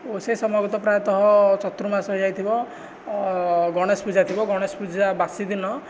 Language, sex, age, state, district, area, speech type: Odia, male, 18-30, Odisha, Nayagarh, rural, spontaneous